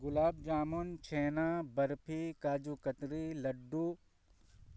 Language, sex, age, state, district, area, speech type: Urdu, male, 30-45, Uttar Pradesh, Balrampur, rural, spontaneous